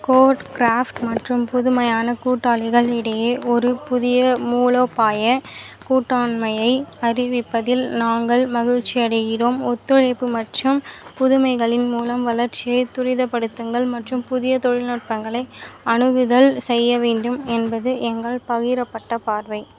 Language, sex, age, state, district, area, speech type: Tamil, female, 18-30, Tamil Nadu, Vellore, urban, read